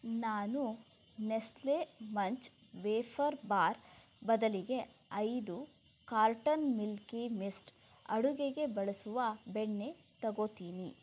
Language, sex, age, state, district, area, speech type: Kannada, female, 30-45, Karnataka, Shimoga, rural, read